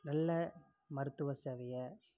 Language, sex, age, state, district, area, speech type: Tamil, male, 30-45, Tamil Nadu, Namakkal, rural, spontaneous